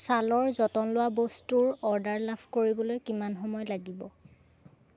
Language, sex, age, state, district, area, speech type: Assamese, female, 30-45, Assam, Lakhimpur, rural, read